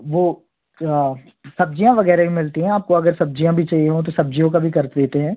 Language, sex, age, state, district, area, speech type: Hindi, male, 18-30, Madhya Pradesh, Jabalpur, urban, conversation